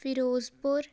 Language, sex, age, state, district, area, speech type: Punjabi, female, 18-30, Punjab, Tarn Taran, rural, spontaneous